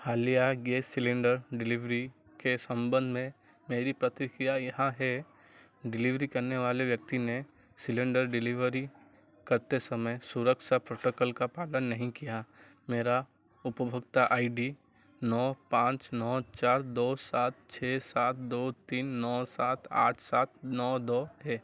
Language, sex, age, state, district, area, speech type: Hindi, male, 45-60, Madhya Pradesh, Chhindwara, rural, read